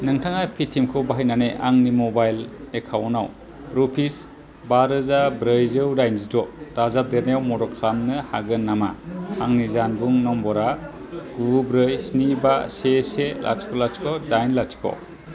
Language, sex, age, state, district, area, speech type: Bodo, male, 30-45, Assam, Kokrajhar, rural, read